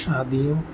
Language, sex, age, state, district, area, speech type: Urdu, male, 18-30, Delhi, North East Delhi, rural, spontaneous